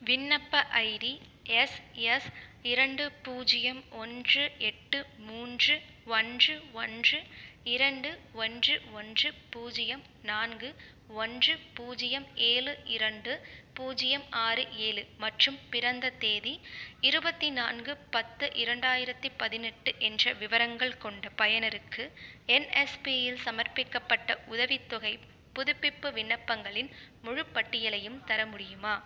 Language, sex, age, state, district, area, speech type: Tamil, female, 45-60, Tamil Nadu, Pudukkottai, rural, read